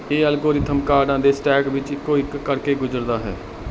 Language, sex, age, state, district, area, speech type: Punjabi, male, 45-60, Punjab, Barnala, rural, read